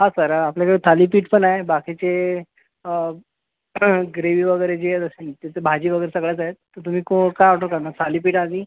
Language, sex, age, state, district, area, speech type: Marathi, male, 18-30, Maharashtra, Akola, rural, conversation